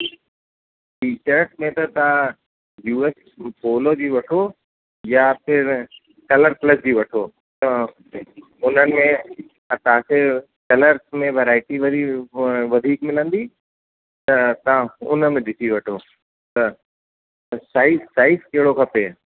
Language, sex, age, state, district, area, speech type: Sindhi, male, 45-60, Uttar Pradesh, Lucknow, rural, conversation